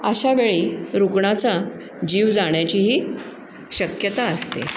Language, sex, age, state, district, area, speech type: Marathi, female, 60+, Maharashtra, Pune, urban, spontaneous